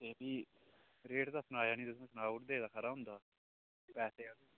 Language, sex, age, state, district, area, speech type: Dogri, male, 18-30, Jammu and Kashmir, Udhampur, urban, conversation